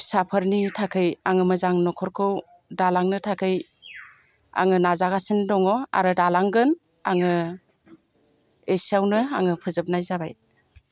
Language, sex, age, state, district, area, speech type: Bodo, female, 60+, Assam, Chirang, rural, spontaneous